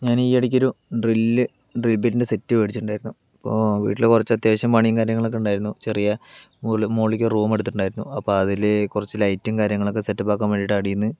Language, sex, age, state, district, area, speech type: Malayalam, male, 45-60, Kerala, Palakkad, rural, spontaneous